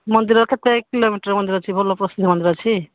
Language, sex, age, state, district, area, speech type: Odia, female, 60+, Odisha, Angul, rural, conversation